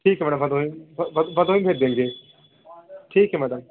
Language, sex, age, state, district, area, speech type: Hindi, male, 30-45, Uttar Pradesh, Bhadohi, rural, conversation